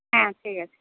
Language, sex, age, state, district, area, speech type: Bengali, female, 45-60, West Bengal, Uttar Dinajpur, rural, conversation